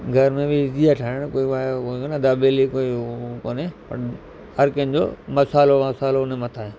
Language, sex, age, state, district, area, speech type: Sindhi, male, 45-60, Gujarat, Kutch, rural, spontaneous